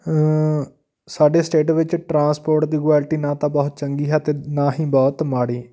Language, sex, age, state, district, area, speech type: Punjabi, male, 30-45, Punjab, Patiala, rural, spontaneous